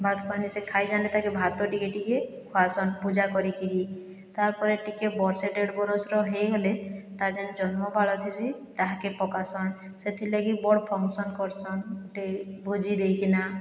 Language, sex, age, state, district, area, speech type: Odia, female, 60+, Odisha, Boudh, rural, spontaneous